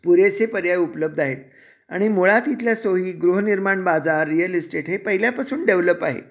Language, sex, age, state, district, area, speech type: Marathi, male, 60+, Maharashtra, Sangli, urban, spontaneous